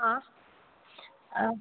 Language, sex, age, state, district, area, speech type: Tamil, female, 18-30, Tamil Nadu, Mayiladuthurai, rural, conversation